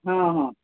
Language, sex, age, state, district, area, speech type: Odia, female, 45-60, Odisha, Sundergarh, rural, conversation